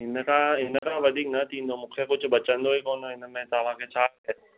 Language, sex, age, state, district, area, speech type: Sindhi, male, 18-30, Maharashtra, Mumbai Suburban, urban, conversation